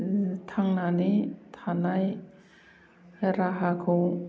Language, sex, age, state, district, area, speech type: Bodo, female, 45-60, Assam, Baksa, rural, spontaneous